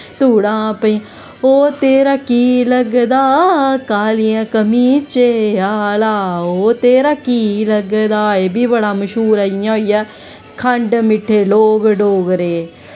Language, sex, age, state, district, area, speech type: Dogri, female, 18-30, Jammu and Kashmir, Jammu, rural, spontaneous